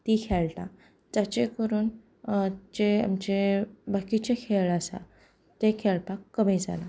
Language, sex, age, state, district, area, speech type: Goan Konkani, female, 18-30, Goa, Canacona, rural, spontaneous